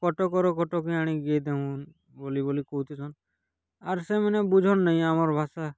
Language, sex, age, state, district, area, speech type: Odia, male, 18-30, Odisha, Kalahandi, rural, spontaneous